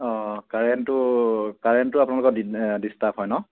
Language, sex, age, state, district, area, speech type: Assamese, male, 30-45, Assam, Sivasagar, rural, conversation